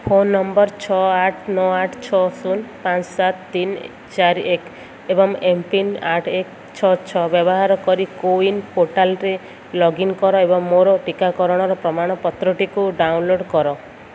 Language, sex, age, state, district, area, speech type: Odia, female, 18-30, Odisha, Ganjam, urban, read